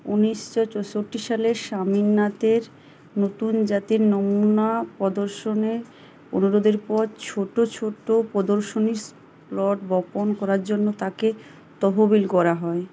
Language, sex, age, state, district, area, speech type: Bengali, female, 18-30, West Bengal, Uttar Dinajpur, urban, read